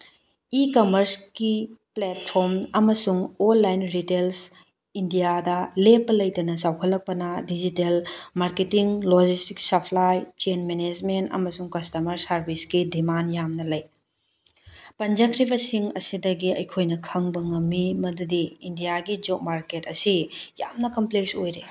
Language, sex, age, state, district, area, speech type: Manipuri, female, 18-30, Manipur, Tengnoupal, rural, spontaneous